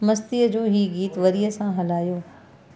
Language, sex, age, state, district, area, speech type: Sindhi, female, 45-60, Gujarat, Surat, urban, read